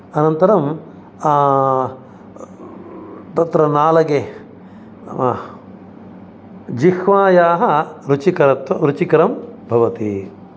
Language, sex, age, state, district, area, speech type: Sanskrit, male, 45-60, Karnataka, Dakshina Kannada, rural, spontaneous